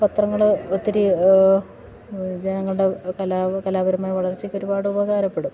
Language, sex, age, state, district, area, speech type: Malayalam, female, 45-60, Kerala, Idukki, rural, spontaneous